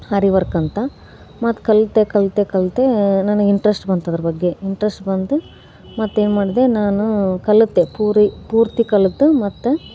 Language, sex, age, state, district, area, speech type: Kannada, female, 18-30, Karnataka, Gadag, rural, spontaneous